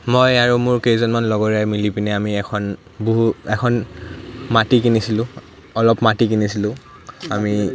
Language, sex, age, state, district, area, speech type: Assamese, male, 18-30, Assam, Udalguri, rural, spontaneous